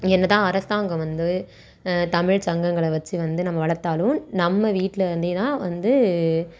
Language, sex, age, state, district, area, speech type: Tamil, female, 18-30, Tamil Nadu, Thanjavur, rural, spontaneous